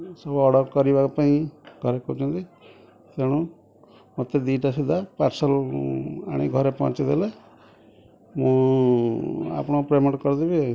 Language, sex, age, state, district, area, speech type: Odia, male, 30-45, Odisha, Kendujhar, urban, spontaneous